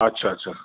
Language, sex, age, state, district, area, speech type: Dogri, male, 30-45, Jammu and Kashmir, Reasi, urban, conversation